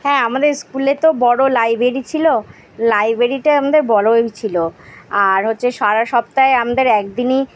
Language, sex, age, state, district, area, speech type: Bengali, female, 30-45, West Bengal, Kolkata, urban, spontaneous